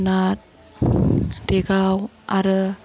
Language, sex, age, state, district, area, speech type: Bodo, female, 30-45, Assam, Chirang, rural, spontaneous